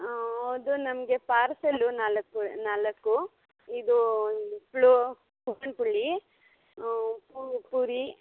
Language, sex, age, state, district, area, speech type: Kannada, female, 18-30, Karnataka, Bangalore Rural, rural, conversation